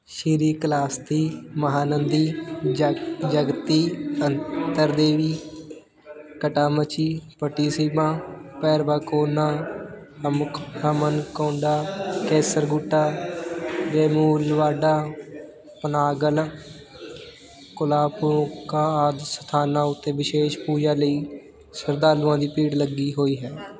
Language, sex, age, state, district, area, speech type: Punjabi, male, 18-30, Punjab, Fatehgarh Sahib, rural, read